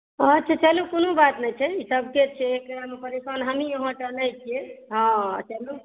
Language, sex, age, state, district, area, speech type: Maithili, female, 45-60, Bihar, Saharsa, urban, conversation